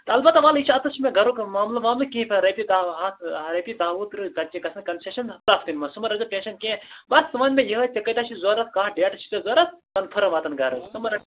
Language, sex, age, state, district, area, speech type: Kashmiri, male, 18-30, Jammu and Kashmir, Kupwara, rural, conversation